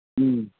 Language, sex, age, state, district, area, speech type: Manipuri, male, 18-30, Manipur, Kangpokpi, urban, conversation